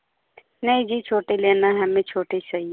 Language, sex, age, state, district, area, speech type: Hindi, female, 45-60, Uttar Pradesh, Pratapgarh, rural, conversation